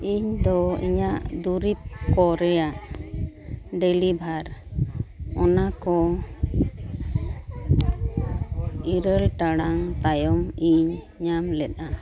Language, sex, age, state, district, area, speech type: Santali, female, 45-60, Jharkhand, East Singhbhum, rural, read